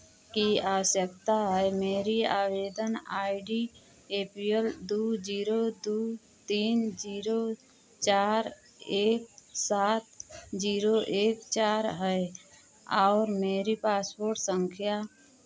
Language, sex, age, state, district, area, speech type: Hindi, female, 45-60, Uttar Pradesh, Mau, rural, read